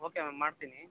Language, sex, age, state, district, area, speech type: Kannada, male, 30-45, Karnataka, Bangalore Rural, urban, conversation